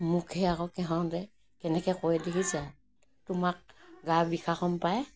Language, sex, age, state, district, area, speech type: Assamese, female, 60+, Assam, Morigaon, rural, spontaneous